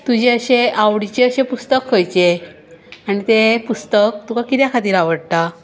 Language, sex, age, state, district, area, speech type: Goan Konkani, female, 18-30, Goa, Tiswadi, rural, spontaneous